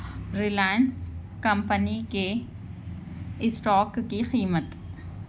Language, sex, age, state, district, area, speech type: Urdu, female, 30-45, Telangana, Hyderabad, urban, read